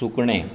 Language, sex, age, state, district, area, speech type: Goan Konkani, male, 60+, Goa, Bardez, rural, read